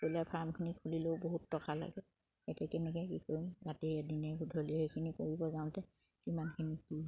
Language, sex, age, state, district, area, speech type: Assamese, female, 30-45, Assam, Charaideo, rural, spontaneous